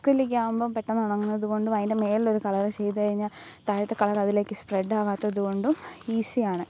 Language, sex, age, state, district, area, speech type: Malayalam, female, 18-30, Kerala, Alappuzha, rural, spontaneous